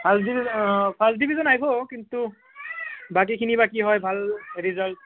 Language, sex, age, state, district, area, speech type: Assamese, male, 18-30, Assam, Barpeta, rural, conversation